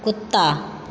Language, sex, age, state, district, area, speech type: Maithili, female, 45-60, Bihar, Supaul, rural, read